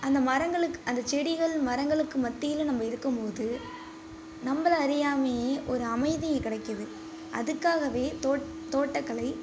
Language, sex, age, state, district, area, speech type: Tamil, female, 18-30, Tamil Nadu, Nagapattinam, rural, spontaneous